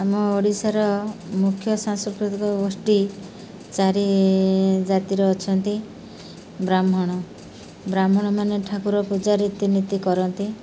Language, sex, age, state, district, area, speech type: Odia, female, 60+, Odisha, Kendrapara, urban, spontaneous